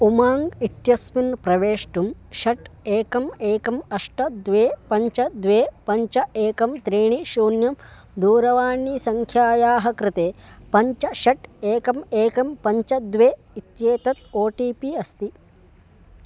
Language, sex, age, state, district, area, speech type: Sanskrit, male, 18-30, Karnataka, Uttara Kannada, rural, read